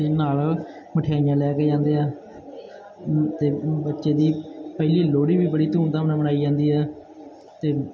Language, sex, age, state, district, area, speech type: Punjabi, male, 30-45, Punjab, Bathinda, urban, spontaneous